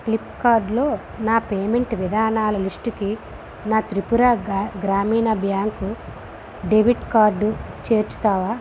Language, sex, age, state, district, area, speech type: Telugu, female, 18-30, Andhra Pradesh, Visakhapatnam, rural, read